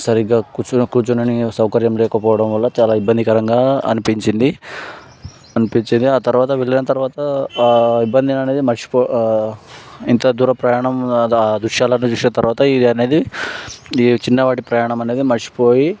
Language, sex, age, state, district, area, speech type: Telugu, male, 18-30, Telangana, Sangareddy, urban, spontaneous